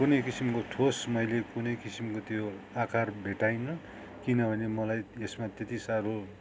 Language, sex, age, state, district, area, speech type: Nepali, male, 60+, West Bengal, Kalimpong, rural, spontaneous